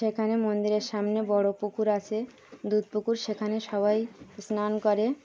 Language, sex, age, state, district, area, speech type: Bengali, female, 30-45, West Bengal, Birbhum, urban, spontaneous